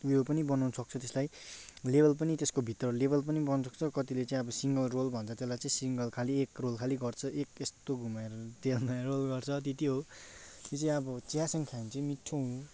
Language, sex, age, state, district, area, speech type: Nepali, male, 18-30, West Bengal, Darjeeling, urban, spontaneous